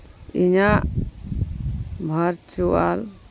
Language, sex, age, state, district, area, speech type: Santali, female, 45-60, West Bengal, Malda, rural, read